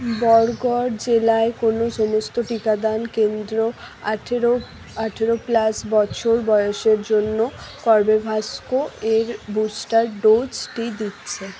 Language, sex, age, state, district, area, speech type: Bengali, female, 60+, West Bengal, Purba Bardhaman, rural, read